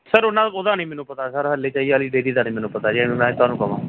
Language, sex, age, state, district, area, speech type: Punjabi, male, 30-45, Punjab, Gurdaspur, urban, conversation